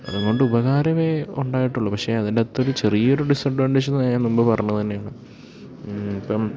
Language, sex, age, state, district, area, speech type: Malayalam, male, 18-30, Kerala, Idukki, rural, spontaneous